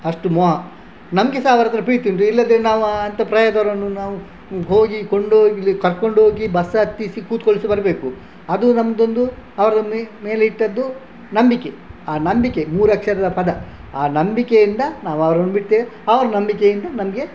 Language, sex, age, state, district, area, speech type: Kannada, male, 60+, Karnataka, Udupi, rural, spontaneous